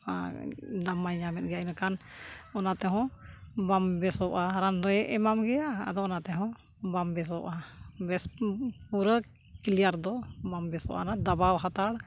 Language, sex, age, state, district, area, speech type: Santali, female, 60+, Odisha, Mayurbhanj, rural, spontaneous